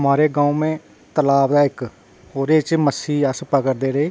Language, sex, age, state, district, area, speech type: Dogri, male, 30-45, Jammu and Kashmir, Jammu, rural, spontaneous